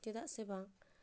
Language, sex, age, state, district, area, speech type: Santali, female, 30-45, West Bengal, Paschim Bardhaman, urban, spontaneous